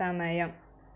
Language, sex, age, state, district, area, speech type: Malayalam, female, 18-30, Kerala, Malappuram, rural, read